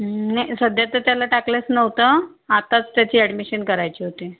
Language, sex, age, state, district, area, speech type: Marathi, female, 30-45, Maharashtra, Yavatmal, rural, conversation